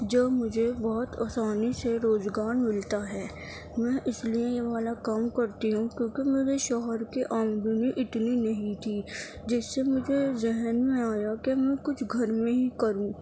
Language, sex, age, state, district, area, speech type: Urdu, female, 45-60, Delhi, Central Delhi, urban, spontaneous